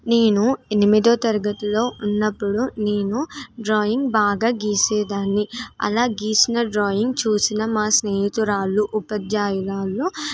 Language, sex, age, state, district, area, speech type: Telugu, female, 18-30, Telangana, Nirmal, rural, spontaneous